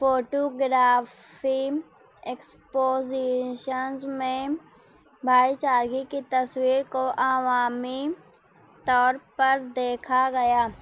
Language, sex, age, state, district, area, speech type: Urdu, female, 18-30, Maharashtra, Nashik, urban, spontaneous